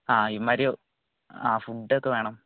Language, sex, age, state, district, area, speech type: Malayalam, male, 18-30, Kerala, Wayanad, rural, conversation